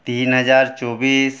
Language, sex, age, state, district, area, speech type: Hindi, male, 60+, Madhya Pradesh, Betul, rural, spontaneous